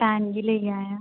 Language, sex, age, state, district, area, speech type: Dogri, female, 18-30, Jammu and Kashmir, Samba, urban, conversation